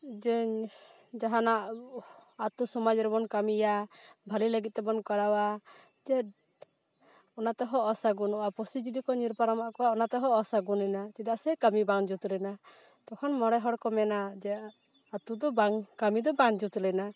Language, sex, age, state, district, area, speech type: Santali, female, 18-30, West Bengal, Purulia, rural, spontaneous